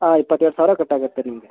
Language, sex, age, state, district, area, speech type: Kannada, male, 30-45, Karnataka, Mysore, rural, conversation